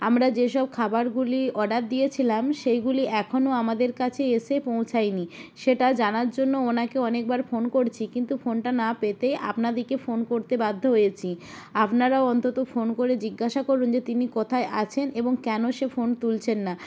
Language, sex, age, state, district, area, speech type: Bengali, female, 45-60, West Bengal, Jalpaiguri, rural, spontaneous